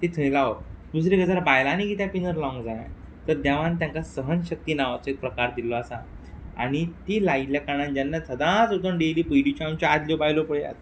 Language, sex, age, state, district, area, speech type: Goan Konkani, male, 30-45, Goa, Quepem, rural, spontaneous